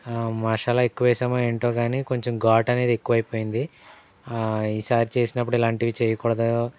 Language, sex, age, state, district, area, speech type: Telugu, male, 18-30, Andhra Pradesh, Eluru, rural, spontaneous